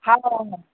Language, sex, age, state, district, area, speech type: Sindhi, female, 45-60, Maharashtra, Mumbai Suburban, urban, conversation